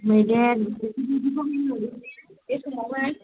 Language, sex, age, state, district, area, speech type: Bodo, female, 45-60, Assam, Chirang, rural, conversation